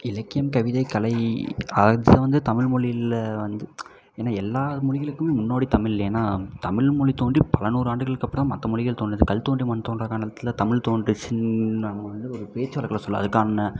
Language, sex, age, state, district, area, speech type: Tamil, male, 18-30, Tamil Nadu, Namakkal, rural, spontaneous